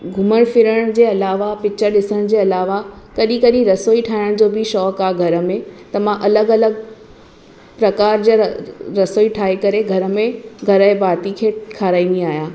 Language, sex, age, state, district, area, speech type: Sindhi, female, 30-45, Maharashtra, Mumbai Suburban, urban, spontaneous